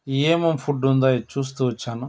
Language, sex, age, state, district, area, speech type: Telugu, male, 30-45, Andhra Pradesh, Chittoor, rural, spontaneous